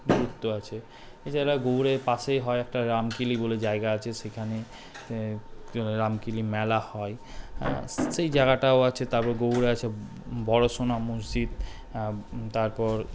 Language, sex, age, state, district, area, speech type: Bengali, male, 18-30, West Bengal, Malda, urban, spontaneous